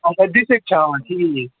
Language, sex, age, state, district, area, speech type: Kashmiri, male, 18-30, Jammu and Kashmir, Srinagar, urban, conversation